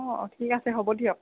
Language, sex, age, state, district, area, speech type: Assamese, female, 18-30, Assam, Nagaon, rural, conversation